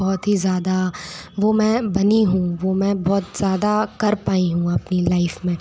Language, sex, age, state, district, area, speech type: Hindi, female, 30-45, Madhya Pradesh, Bhopal, urban, spontaneous